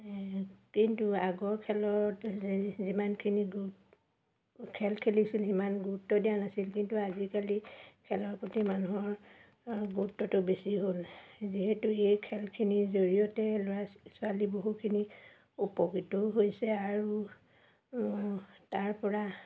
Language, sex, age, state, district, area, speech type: Assamese, female, 30-45, Assam, Golaghat, urban, spontaneous